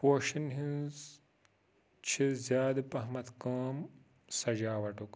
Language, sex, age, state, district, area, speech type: Kashmiri, male, 30-45, Jammu and Kashmir, Pulwama, rural, spontaneous